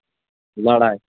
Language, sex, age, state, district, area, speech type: Kashmiri, male, 18-30, Jammu and Kashmir, Kulgam, rural, conversation